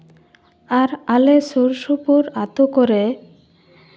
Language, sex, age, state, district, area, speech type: Santali, female, 18-30, West Bengal, Paschim Bardhaman, urban, spontaneous